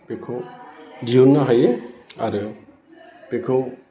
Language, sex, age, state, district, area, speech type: Bodo, male, 45-60, Assam, Chirang, urban, spontaneous